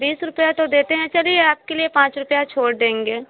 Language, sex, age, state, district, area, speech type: Hindi, female, 30-45, Uttar Pradesh, Prayagraj, rural, conversation